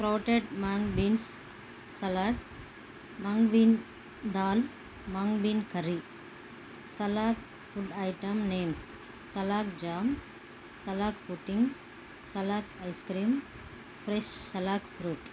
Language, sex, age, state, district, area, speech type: Telugu, female, 30-45, Telangana, Bhadradri Kothagudem, urban, spontaneous